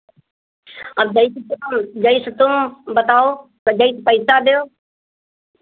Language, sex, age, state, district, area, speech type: Hindi, female, 60+, Uttar Pradesh, Hardoi, rural, conversation